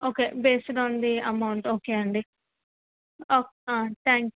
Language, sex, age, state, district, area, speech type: Telugu, female, 18-30, Andhra Pradesh, Kurnool, urban, conversation